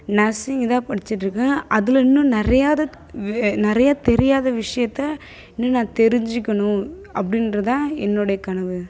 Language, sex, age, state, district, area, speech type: Tamil, female, 18-30, Tamil Nadu, Kallakurichi, rural, spontaneous